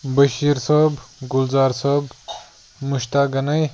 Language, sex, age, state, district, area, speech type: Kashmiri, male, 18-30, Jammu and Kashmir, Pulwama, rural, spontaneous